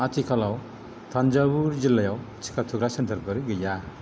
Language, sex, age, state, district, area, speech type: Bodo, male, 60+, Assam, Kokrajhar, rural, read